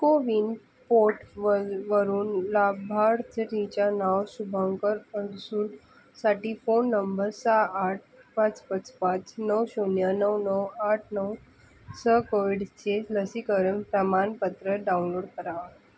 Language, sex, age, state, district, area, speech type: Marathi, female, 45-60, Maharashtra, Thane, urban, read